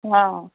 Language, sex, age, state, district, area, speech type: Odia, female, 30-45, Odisha, Kendujhar, urban, conversation